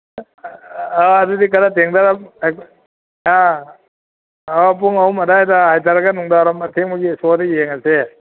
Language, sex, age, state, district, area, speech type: Manipuri, male, 60+, Manipur, Thoubal, rural, conversation